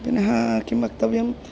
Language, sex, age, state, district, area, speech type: Sanskrit, female, 45-60, Kerala, Kozhikode, urban, spontaneous